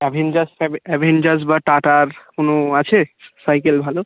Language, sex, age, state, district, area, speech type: Bengali, male, 18-30, West Bengal, Birbhum, urban, conversation